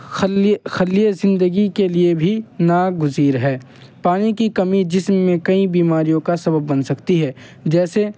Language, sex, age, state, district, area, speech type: Urdu, male, 30-45, Uttar Pradesh, Muzaffarnagar, urban, spontaneous